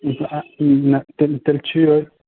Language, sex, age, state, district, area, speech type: Kashmiri, male, 18-30, Jammu and Kashmir, Kupwara, urban, conversation